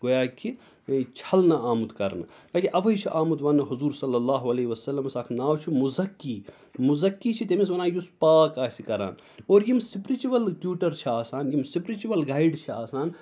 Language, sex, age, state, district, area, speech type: Kashmiri, male, 30-45, Jammu and Kashmir, Srinagar, urban, spontaneous